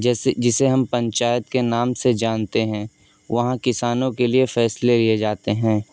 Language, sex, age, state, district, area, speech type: Urdu, male, 18-30, Uttar Pradesh, Siddharthnagar, rural, spontaneous